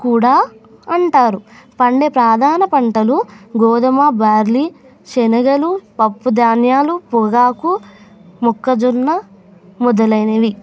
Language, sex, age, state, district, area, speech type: Telugu, female, 18-30, Telangana, Hyderabad, urban, spontaneous